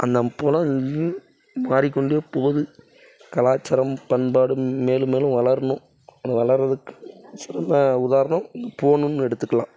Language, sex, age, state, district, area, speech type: Tamil, female, 18-30, Tamil Nadu, Dharmapuri, urban, spontaneous